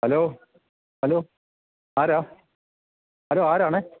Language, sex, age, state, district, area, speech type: Malayalam, male, 60+, Kerala, Kottayam, rural, conversation